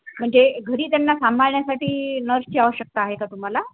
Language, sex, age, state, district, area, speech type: Marathi, female, 30-45, Maharashtra, Nanded, urban, conversation